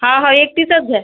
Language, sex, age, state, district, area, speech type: Marathi, female, 30-45, Maharashtra, Amravati, rural, conversation